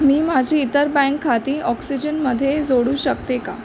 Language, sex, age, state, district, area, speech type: Marathi, female, 18-30, Maharashtra, Mumbai Suburban, urban, read